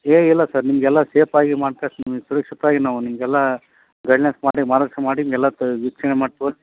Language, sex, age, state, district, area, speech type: Kannada, male, 30-45, Karnataka, Koppal, rural, conversation